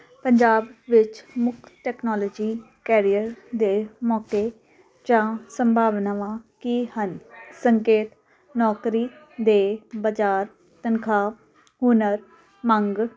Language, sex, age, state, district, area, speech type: Punjabi, female, 30-45, Punjab, Jalandhar, urban, spontaneous